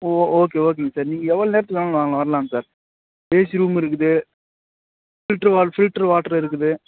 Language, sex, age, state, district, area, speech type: Tamil, male, 18-30, Tamil Nadu, Krishnagiri, rural, conversation